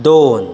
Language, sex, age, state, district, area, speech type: Goan Konkani, male, 18-30, Goa, Bardez, rural, read